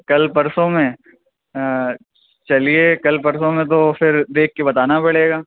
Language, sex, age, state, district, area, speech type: Urdu, male, 60+, Uttar Pradesh, Shahjahanpur, rural, conversation